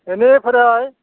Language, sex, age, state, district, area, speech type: Bodo, male, 60+, Assam, Baksa, rural, conversation